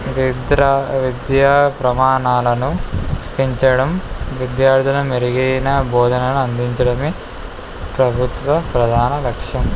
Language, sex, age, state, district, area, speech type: Telugu, male, 18-30, Telangana, Kamareddy, urban, spontaneous